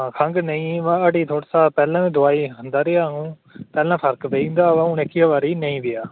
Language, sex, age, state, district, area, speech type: Dogri, male, 18-30, Jammu and Kashmir, Udhampur, rural, conversation